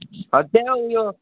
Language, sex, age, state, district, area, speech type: Nepali, male, 18-30, West Bengal, Kalimpong, rural, conversation